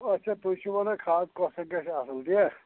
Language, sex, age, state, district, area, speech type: Kashmiri, male, 45-60, Jammu and Kashmir, Anantnag, rural, conversation